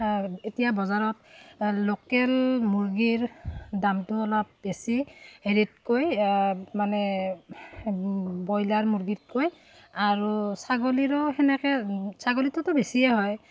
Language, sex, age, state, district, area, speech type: Assamese, female, 30-45, Assam, Udalguri, rural, spontaneous